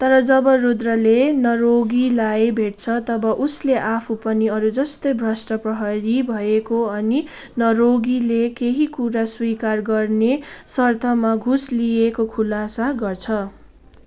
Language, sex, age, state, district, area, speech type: Nepali, female, 18-30, West Bengal, Kalimpong, rural, read